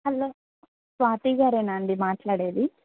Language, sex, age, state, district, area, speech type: Telugu, female, 30-45, Andhra Pradesh, Guntur, urban, conversation